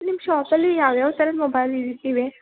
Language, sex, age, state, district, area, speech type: Kannada, female, 18-30, Karnataka, Belgaum, rural, conversation